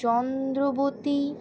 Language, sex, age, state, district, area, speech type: Bengali, female, 18-30, West Bengal, Alipurduar, rural, spontaneous